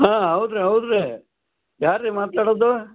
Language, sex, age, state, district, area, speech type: Kannada, male, 60+, Karnataka, Gulbarga, urban, conversation